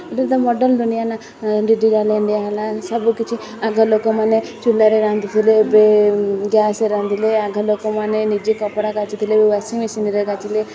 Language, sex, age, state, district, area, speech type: Odia, female, 30-45, Odisha, Sundergarh, urban, spontaneous